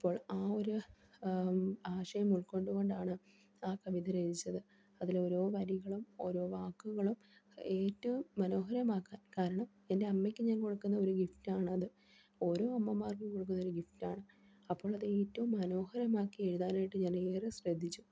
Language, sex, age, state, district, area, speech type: Malayalam, female, 18-30, Kerala, Palakkad, rural, spontaneous